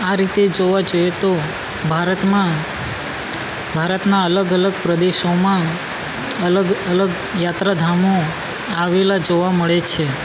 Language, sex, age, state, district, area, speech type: Gujarati, male, 18-30, Gujarat, Valsad, rural, spontaneous